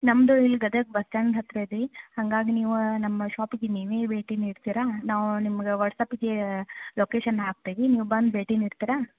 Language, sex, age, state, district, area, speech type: Kannada, female, 30-45, Karnataka, Gadag, rural, conversation